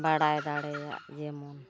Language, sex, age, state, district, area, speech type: Santali, female, 60+, Odisha, Mayurbhanj, rural, spontaneous